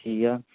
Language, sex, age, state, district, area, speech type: Punjabi, male, 30-45, Punjab, Amritsar, urban, conversation